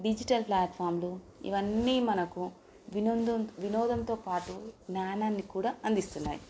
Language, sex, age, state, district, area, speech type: Telugu, female, 30-45, Telangana, Nagarkurnool, urban, spontaneous